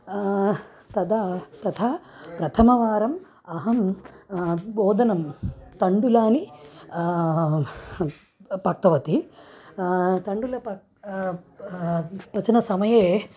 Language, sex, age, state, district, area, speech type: Sanskrit, female, 30-45, Andhra Pradesh, Krishna, urban, spontaneous